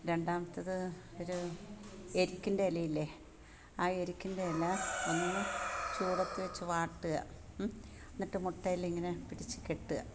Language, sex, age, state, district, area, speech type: Malayalam, female, 60+, Kerala, Kollam, rural, spontaneous